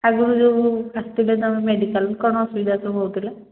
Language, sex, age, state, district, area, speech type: Odia, female, 45-60, Odisha, Angul, rural, conversation